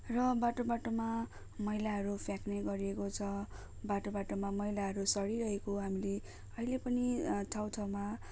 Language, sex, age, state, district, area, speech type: Nepali, female, 18-30, West Bengal, Darjeeling, rural, spontaneous